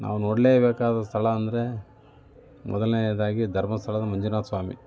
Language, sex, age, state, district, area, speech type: Kannada, male, 45-60, Karnataka, Davanagere, urban, spontaneous